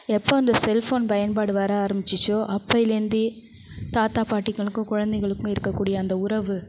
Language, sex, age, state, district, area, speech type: Tamil, female, 45-60, Tamil Nadu, Thanjavur, rural, spontaneous